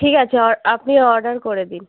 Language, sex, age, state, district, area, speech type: Bengali, female, 18-30, West Bengal, Uttar Dinajpur, urban, conversation